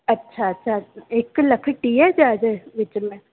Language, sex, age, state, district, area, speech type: Sindhi, female, 18-30, Rajasthan, Ajmer, urban, conversation